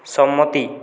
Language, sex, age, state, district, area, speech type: Bengali, male, 30-45, West Bengal, Purulia, rural, read